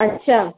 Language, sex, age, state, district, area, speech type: Hindi, female, 30-45, Madhya Pradesh, Jabalpur, urban, conversation